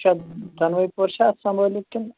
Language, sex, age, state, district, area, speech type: Kashmiri, male, 30-45, Jammu and Kashmir, Shopian, rural, conversation